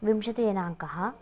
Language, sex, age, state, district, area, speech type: Sanskrit, female, 18-30, Karnataka, Bagalkot, urban, spontaneous